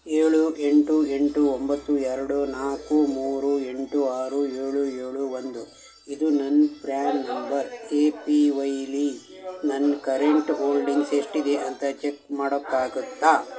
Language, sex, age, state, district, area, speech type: Kannada, male, 60+, Karnataka, Shimoga, rural, read